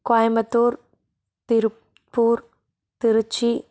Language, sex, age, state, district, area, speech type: Tamil, female, 18-30, Tamil Nadu, Coimbatore, rural, spontaneous